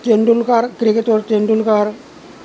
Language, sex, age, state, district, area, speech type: Assamese, male, 45-60, Assam, Nalbari, rural, spontaneous